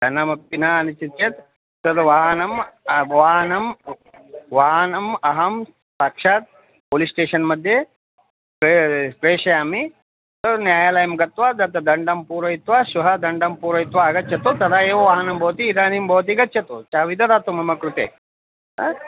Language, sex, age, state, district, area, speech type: Sanskrit, male, 45-60, Karnataka, Vijayapura, urban, conversation